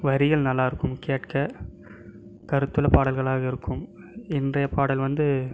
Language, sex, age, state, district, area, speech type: Tamil, male, 18-30, Tamil Nadu, Krishnagiri, rural, spontaneous